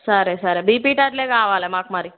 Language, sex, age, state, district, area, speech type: Telugu, female, 18-30, Telangana, Peddapalli, rural, conversation